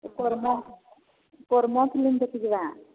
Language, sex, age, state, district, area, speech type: Odia, female, 45-60, Odisha, Angul, rural, conversation